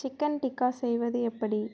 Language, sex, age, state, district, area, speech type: Tamil, female, 18-30, Tamil Nadu, Namakkal, rural, read